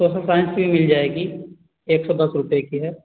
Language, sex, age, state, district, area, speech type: Hindi, male, 30-45, Uttar Pradesh, Azamgarh, rural, conversation